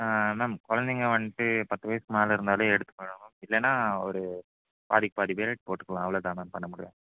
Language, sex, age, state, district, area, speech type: Tamil, male, 18-30, Tamil Nadu, Nilgiris, rural, conversation